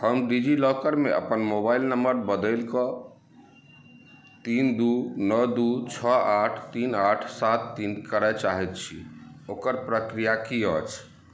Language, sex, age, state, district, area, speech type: Maithili, male, 45-60, Bihar, Madhubani, rural, read